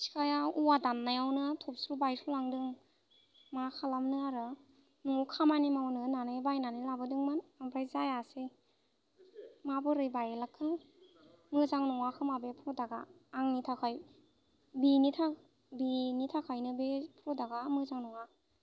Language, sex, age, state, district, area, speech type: Bodo, female, 18-30, Assam, Baksa, rural, spontaneous